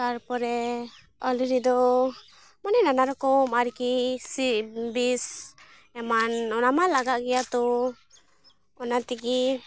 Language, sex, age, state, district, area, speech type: Santali, female, 18-30, West Bengal, Malda, rural, spontaneous